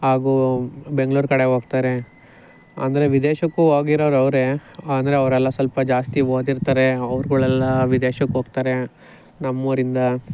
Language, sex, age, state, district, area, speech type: Kannada, male, 18-30, Karnataka, Chikkaballapur, rural, spontaneous